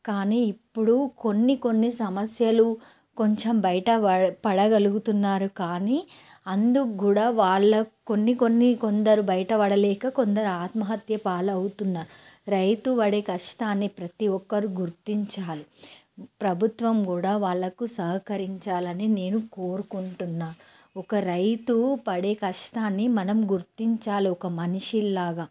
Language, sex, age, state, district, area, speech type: Telugu, female, 45-60, Telangana, Nalgonda, urban, spontaneous